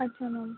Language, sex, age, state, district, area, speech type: Marathi, female, 30-45, Maharashtra, Nagpur, rural, conversation